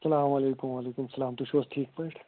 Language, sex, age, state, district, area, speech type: Kashmiri, male, 60+, Jammu and Kashmir, Ganderbal, rural, conversation